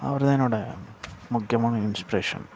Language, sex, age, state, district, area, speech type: Tamil, male, 18-30, Tamil Nadu, Nagapattinam, rural, spontaneous